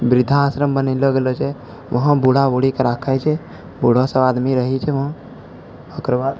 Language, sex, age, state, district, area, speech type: Maithili, male, 45-60, Bihar, Purnia, rural, spontaneous